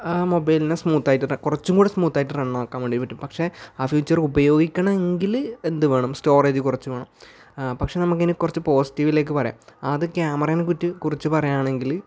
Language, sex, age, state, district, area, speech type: Malayalam, male, 18-30, Kerala, Kasaragod, rural, spontaneous